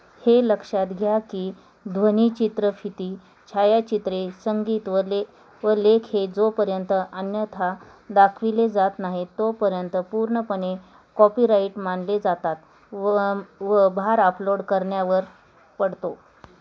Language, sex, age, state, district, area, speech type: Marathi, female, 30-45, Maharashtra, Osmanabad, rural, read